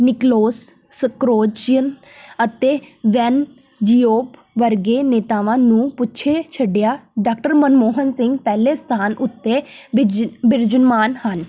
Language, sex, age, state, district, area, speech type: Punjabi, female, 18-30, Punjab, Tarn Taran, urban, spontaneous